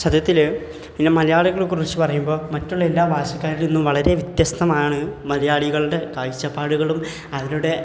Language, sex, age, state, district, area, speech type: Malayalam, male, 18-30, Kerala, Malappuram, rural, spontaneous